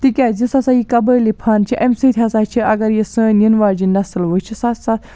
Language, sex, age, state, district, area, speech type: Kashmiri, female, 18-30, Jammu and Kashmir, Baramulla, rural, spontaneous